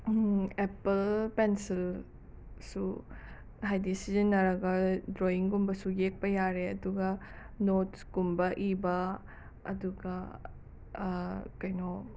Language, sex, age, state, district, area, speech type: Manipuri, other, 45-60, Manipur, Imphal West, urban, spontaneous